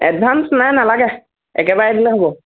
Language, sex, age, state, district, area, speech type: Assamese, male, 18-30, Assam, Golaghat, rural, conversation